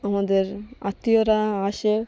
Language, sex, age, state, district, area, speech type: Bengali, female, 18-30, West Bengal, Cooch Behar, urban, spontaneous